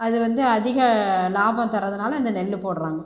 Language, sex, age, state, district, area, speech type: Tamil, female, 30-45, Tamil Nadu, Tiruchirappalli, rural, spontaneous